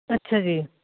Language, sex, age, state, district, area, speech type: Punjabi, female, 30-45, Punjab, Shaheed Bhagat Singh Nagar, urban, conversation